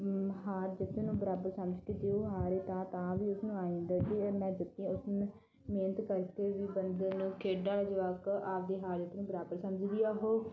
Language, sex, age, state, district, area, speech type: Punjabi, female, 18-30, Punjab, Bathinda, rural, spontaneous